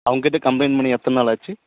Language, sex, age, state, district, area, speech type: Tamil, female, 18-30, Tamil Nadu, Dharmapuri, rural, conversation